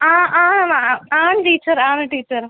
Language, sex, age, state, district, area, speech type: Malayalam, female, 18-30, Kerala, Kollam, rural, conversation